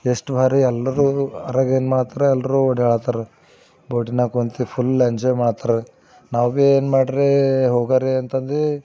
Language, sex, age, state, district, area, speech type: Kannada, male, 30-45, Karnataka, Bidar, urban, spontaneous